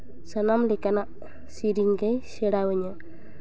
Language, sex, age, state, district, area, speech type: Santali, female, 18-30, West Bengal, Paschim Bardhaman, urban, spontaneous